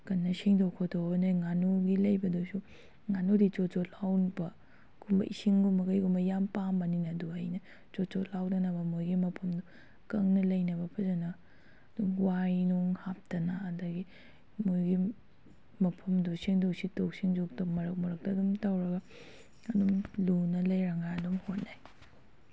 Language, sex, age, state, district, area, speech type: Manipuri, female, 18-30, Manipur, Kakching, rural, spontaneous